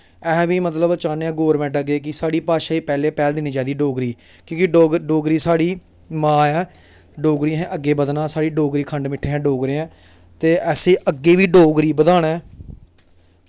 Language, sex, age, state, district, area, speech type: Dogri, male, 18-30, Jammu and Kashmir, Samba, rural, spontaneous